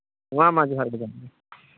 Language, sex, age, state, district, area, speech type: Santali, male, 45-60, Odisha, Mayurbhanj, rural, conversation